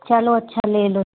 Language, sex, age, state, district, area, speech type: Hindi, female, 18-30, Uttar Pradesh, Prayagraj, rural, conversation